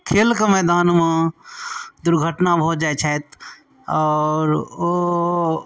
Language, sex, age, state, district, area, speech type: Maithili, male, 30-45, Bihar, Darbhanga, rural, spontaneous